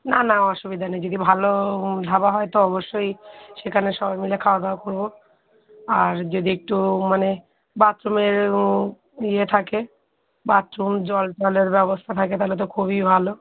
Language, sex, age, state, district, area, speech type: Bengali, female, 30-45, West Bengal, Darjeeling, urban, conversation